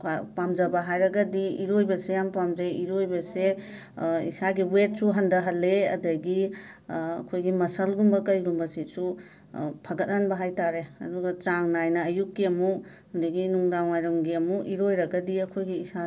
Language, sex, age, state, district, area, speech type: Manipuri, female, 30-45, Manipur, Imphal West, urban, spontaneous